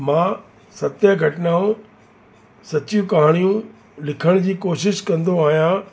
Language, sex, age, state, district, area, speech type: Sindhi, male, 60+, Uttar Pradesh, Lucknow, urban, spontaneous